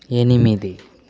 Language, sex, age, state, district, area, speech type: Telugu, male, 18-30, Andhra Pradesh, Chittoor, rural, read